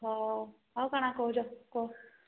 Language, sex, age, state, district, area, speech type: Odia, female, 30-45, Odisha, Sambalpur, rural, conversation